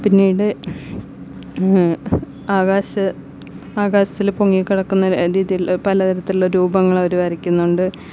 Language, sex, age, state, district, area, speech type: Malayalam, female, 30-45, Kerala, Kasaragod, rural, spontaneous